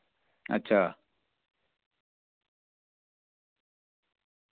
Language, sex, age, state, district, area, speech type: Dogri, male, 45-60, Jammu and Kashmir, Reasi, rural, conversation